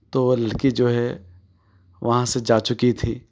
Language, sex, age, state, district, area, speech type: Urdu, male, 30-45, Telangana, Hyderabad, urban, spontaneous